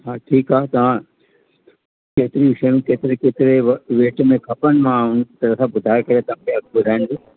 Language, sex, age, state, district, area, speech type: Sindhi, male, 60+, Uttar Pradesh, Lucknow, urban, conversation